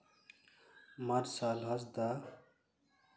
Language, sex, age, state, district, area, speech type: Santali, male, 18-30, West Bengal, Paschim Bardhaman, rural, spontaneous